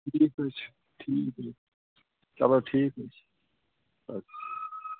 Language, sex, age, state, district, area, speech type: Kashmiri, male, 18-30, Jammu and Kashmir, Ganderbal, rural, conversation